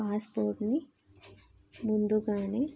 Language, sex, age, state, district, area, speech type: Telugu, female, 30-45, Telangana, Jagtial, rural, spontaneous